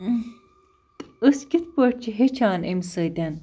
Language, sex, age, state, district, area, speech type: Kashmiri, female, 30-45, Jammu and Kashmir, Baramulla, rural, spontaneous